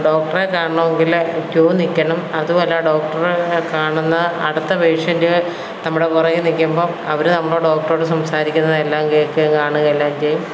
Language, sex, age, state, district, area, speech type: Malayalam, female, 45-60, Kerala, Kottayam, rural, spontaneous